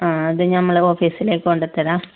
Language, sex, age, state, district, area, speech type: Malayalam, female, 30-45, Kerala, Kannur, urban, conversation